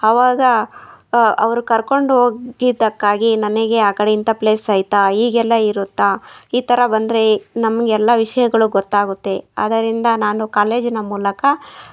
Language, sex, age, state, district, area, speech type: Kannada, female, 18-30, Karnataka, Chikkaballapur, rural, spontaneous